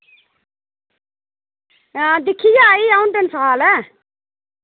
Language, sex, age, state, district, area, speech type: Dogri, female, 30-45, Jammu and Kashmir, Reasi, rural, conversation